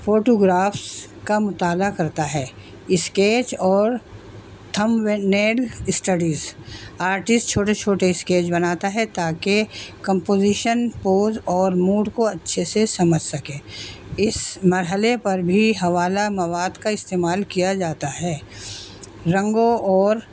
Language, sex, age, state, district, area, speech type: Urdu, female, 60+, Delhi, North East Delhi, urban, spontaneous